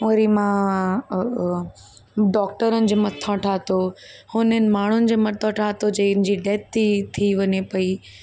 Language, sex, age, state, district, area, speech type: Sindhi, female, 18-30, Uttar Pradesh, Lucknow, urban, spontaneous